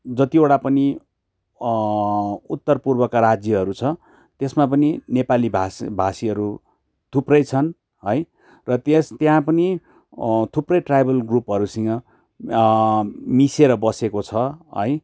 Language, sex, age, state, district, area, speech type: Nepali, male, 30-45, West Bengal, Darjeeling, rural, spontaneous